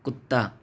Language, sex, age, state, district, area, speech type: Hindi, male, 18-30, Rajasthan, Jaipur, urban, read